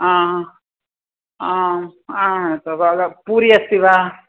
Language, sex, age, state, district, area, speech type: Sanskrit, female, 60+, Tamil Nadu, Chennai, urban, conversation